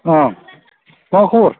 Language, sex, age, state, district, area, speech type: Bodo, male, 45-60, Assam, Udalguri, rural, conversation